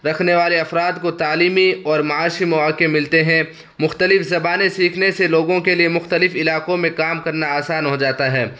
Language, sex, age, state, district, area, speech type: Urdu, male, 18-30, Uttar Pradesh, Saharanpur, urban, spontaneous